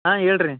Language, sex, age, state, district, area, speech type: Kannada, male, 18-30, Karnataka, Dharwad, rural, conversation